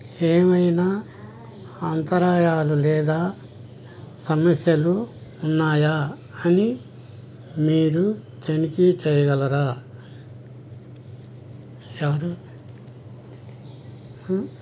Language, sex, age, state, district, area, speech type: Telugu, male, 60+, Andhra Pradesh, N T Rama Rao, urban, read